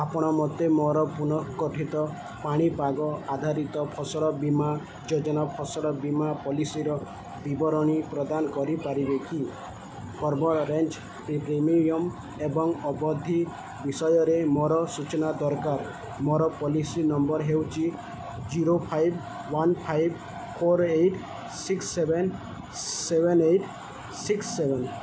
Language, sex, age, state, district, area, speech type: Odia, male, 18-30, Odisha, Sundergarh, urban, read